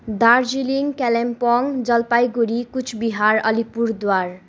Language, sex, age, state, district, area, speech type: Nepali, female, 18-30, West Bengal, Kalimpong, rural, spontaneous